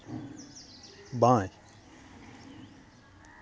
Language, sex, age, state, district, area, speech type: Hindi, male, 30-45, Madhya Pradesh, Hoshangabad, rural, read